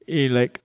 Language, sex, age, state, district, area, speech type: Bodo, male, 30-45, Assam, Kokrajhar, rural, spontaneous